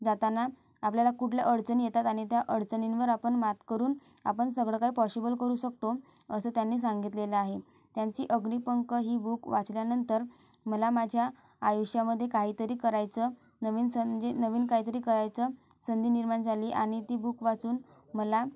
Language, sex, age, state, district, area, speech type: Marathi, female, 18-30, Maharashtra, Gondia, rural, spontaneous